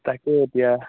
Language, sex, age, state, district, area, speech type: Assamese, male, 18-30, Assam, Sivasagar, rural, conversation